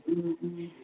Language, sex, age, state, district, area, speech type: Bodo, female, 45-60, Assam, Kokrajhar, rural, conversation